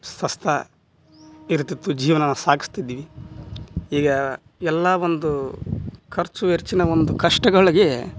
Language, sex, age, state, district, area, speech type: Kannada, male, 30-45, Karnataka, Koppal, rural, spontaneous